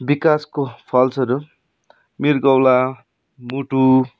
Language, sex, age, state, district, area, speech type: Nepali, male, 30-45, West Bengal, Darjeeling, rural, spontaneous